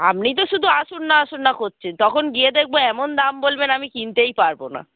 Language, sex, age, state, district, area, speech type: Bengali, female, 45-60, West Bengal, Hooghly, rural, conversation